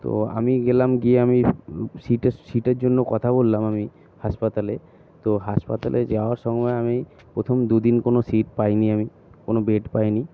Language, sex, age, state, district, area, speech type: Bengali, male, 60+, West Bengal, Purba Bardhaman, rural, spontaneous